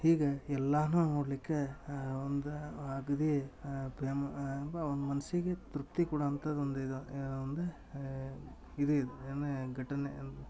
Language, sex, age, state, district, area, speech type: Kannada, male, 18-30, Karnataka, Dharwad, rural, spontaneous